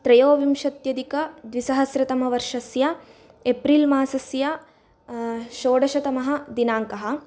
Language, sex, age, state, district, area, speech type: Sanskrit, female, 18-30, Karnataka, Bagalkot, urban, spontaneous